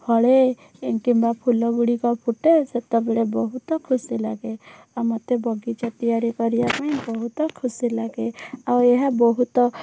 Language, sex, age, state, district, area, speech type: Odia, female, 18-30, Odisha, Bhadrak, rural, spontaneous